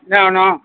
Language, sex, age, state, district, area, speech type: Tamil, male, 60+, Tamil Nadu, Thanjavur, rural, conversation